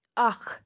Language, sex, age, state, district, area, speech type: Kashmiri, female, 18-30, Jammu and Kashmir, Kulgam, rural, read